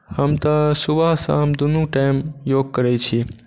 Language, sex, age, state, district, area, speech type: Maithili, male, 18-30, Bihar, Supaul, rural, spontaneous